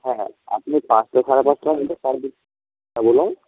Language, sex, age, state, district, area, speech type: Bengali, male, 45-60, West Bengal, Purba Medinipur, rural, conversation